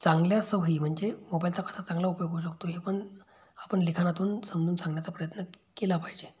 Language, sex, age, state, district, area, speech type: Marathi, male, 30-45, Maharashtra, Amravati, rural, spontaneous